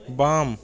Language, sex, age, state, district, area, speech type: Maithili, male, 18-30, Bihar, Madhepura, rural, read